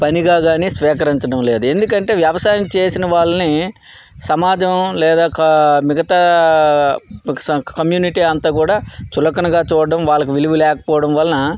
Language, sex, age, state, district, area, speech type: Telugu, male, 45-60, Andhra Pradesh, Vizianagaram, rural, spontaneous